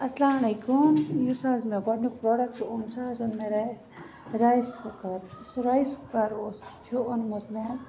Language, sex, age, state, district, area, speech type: Kashmiri, female, 60+, Jammu and Kashmir, Budgam, rural, spontaneous